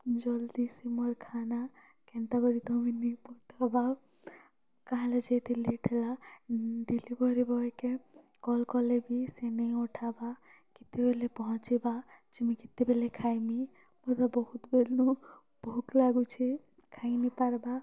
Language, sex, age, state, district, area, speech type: Odia, female, 18-30, Odisha, Kalahandi, rural, spontaneous